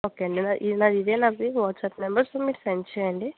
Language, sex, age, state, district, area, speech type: Telugu, female, 60+, Andhra Pradesh, Kakinada, rural, conversation